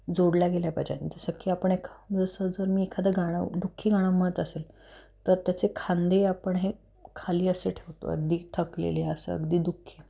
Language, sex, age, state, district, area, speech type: Marathi, female, 30-45, Maharashtra, Satara, urban, spontaneous